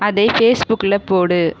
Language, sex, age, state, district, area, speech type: Tamil, female, 30-45, Tamil Nadu, Ariyalur, rural, read